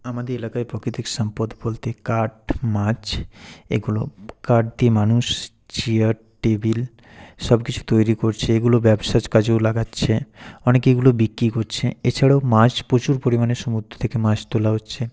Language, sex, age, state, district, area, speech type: Bengali, male, 18-30, West Bengal, Purba Medinipur, rural, spontaneous